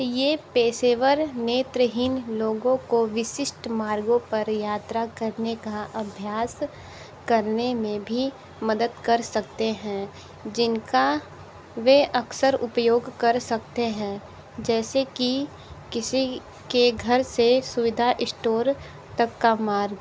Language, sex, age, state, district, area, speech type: Hindi, female, 18-30, Uttar Pradesh, Sonbhadra, rural, read